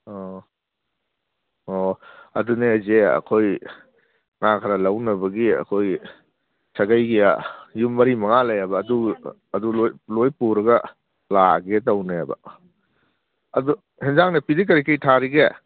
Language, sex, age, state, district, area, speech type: Manipuri, male, 45-60, Manipur, Kangpokpi, urban, conversation